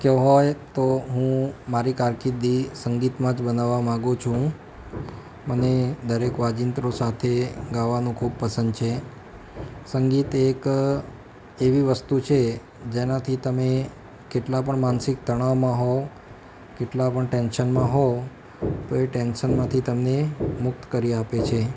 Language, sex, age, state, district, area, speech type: Gujarati, male, 30-45, Gujarat, Ahmedabad, urban, spontaneous